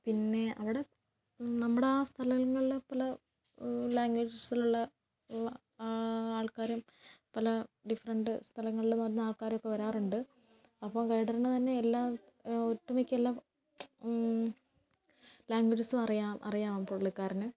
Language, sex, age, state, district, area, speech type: Malayalam, female, 18-30, Kerala, Kottayam, rural, spontaneous